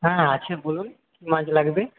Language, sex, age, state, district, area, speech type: Bengali, male, 18-30, West Bengal, Paschim Medinipur, rural, conversation